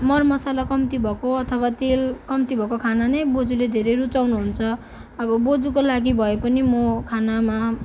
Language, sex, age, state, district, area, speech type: Nepali, female, 18-30, West Bengal, Kalimpong, rural, spontaneous